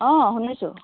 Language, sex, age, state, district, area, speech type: Assamese, female, 45-60, Assam, Jorhat, urban, conversation